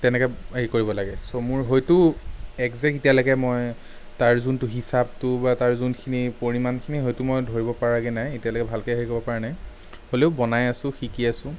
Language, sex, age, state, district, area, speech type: Assamese, male, 30-45, Assam, Sonitpur, urban, spontaneous